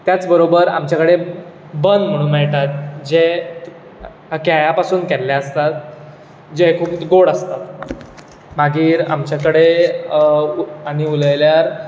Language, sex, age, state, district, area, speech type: Goan Konkani, male, 18-30, Goa, Bardez, urban, spontaneous